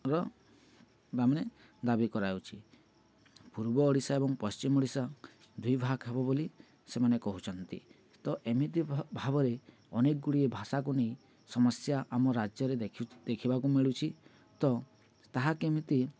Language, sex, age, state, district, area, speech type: Odia, male, 18-30, Odisha, Balangir, urban, spontaneous